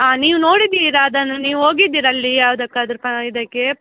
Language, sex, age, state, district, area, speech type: Kannada, female, 45-60, Karnataka, Udupi, rural, conversation